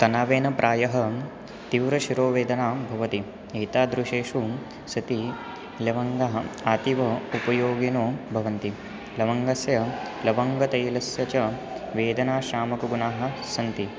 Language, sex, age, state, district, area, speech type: Sanskrit, male, 18-30, Maharashtra, Nashik, rural, spontaneous